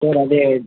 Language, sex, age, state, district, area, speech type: Kannada, male, 18-30, Karnataka, Mysore, rural, conversation